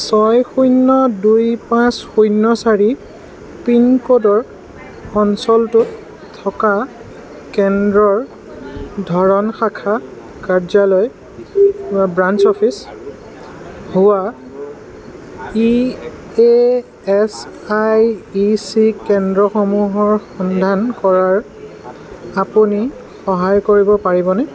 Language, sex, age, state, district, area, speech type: Assamese, male, 30-45, Assam, Sonitpur, urban, read